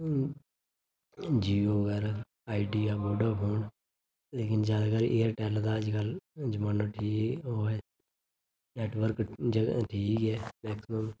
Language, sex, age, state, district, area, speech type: Dogri, male, 30-45, Jammu and Kashmir, Reasi, urban, spontaneous